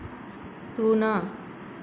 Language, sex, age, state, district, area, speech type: Odia, female, 18-30, Odisha, Nayagarh, rural, read